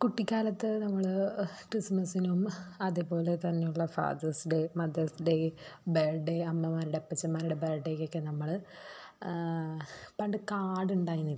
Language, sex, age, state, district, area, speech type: Malayalam, female, 30-45, Kerala, Thrissur, rural, spontaneous